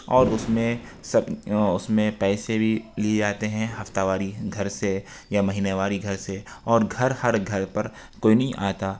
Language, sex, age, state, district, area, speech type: Urdu, male, 30-45, Uttar Pradesh, Lucknow, urban, spontaneous